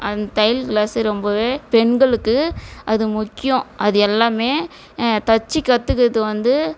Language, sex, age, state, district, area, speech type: Tamil, female, 45-60, Tamil Nadu, Tiruvannamalai, rural, spontaneous